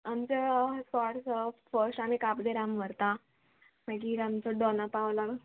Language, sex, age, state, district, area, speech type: Goan Konkani, female, 18-30, Goa, Murmgao, urban, conversation